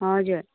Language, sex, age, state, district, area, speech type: Nepali, female, 18-30, West Bengal, Kalimpong, rural, conversation